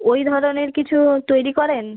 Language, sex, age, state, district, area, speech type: Bengali, female, 30-45, West Bengal, South 24 Parganas, rural, conversation